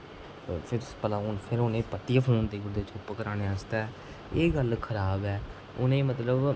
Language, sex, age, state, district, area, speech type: Dogri, male, 18-30, Jammu and Kashmir, Kathua, rural, spontaneous